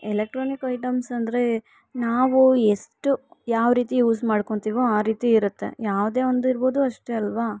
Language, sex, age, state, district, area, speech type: Kannada, female, 18-30, Karnataka, Bangalore Rural, urban, spontaneous